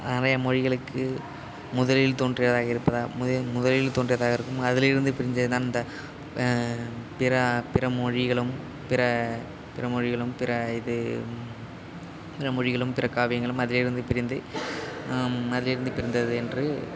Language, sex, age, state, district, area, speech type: Tamil, male, 18-30, Tamil Nadu, Nagapattinam, rural, spontaneous